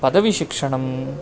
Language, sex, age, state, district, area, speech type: Sanskrit, male, 18-30, Karnataka, Bangalore Rural, rural, spontaneous